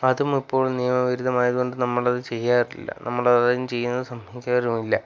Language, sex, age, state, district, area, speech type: Malayalam, male, 18-30, Kerala, Wayanad, rural, spontaneous